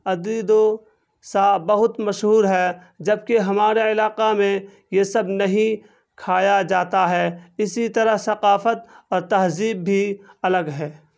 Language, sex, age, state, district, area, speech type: Urdu, male, 18-30, Bihar, Purnia, rural, spontaneous